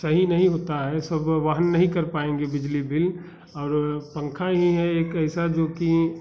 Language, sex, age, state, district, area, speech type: Hindi, male, 30-45, Uttar Pradesh, Bhadohi, urban, spontaneous